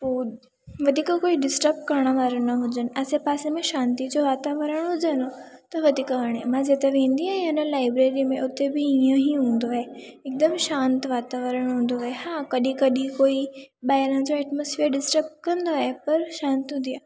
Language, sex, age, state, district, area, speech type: Sindhi, female, 18-30, Gujarat, Surat, urban, spontaneous